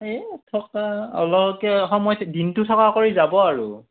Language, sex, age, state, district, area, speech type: Assamese, male, 45-60, Assam, Morigaon, rural, conversation